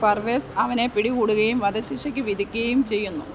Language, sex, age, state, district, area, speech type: Malayalam, female, 30-45, Kerala, Pathanamthitta, rural, read